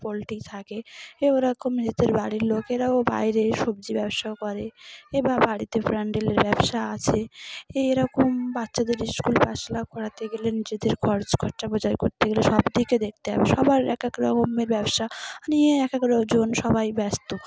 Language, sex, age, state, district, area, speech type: Bengali, female, 30-45, West Bengal, Cooch Behar, urban, spontaneous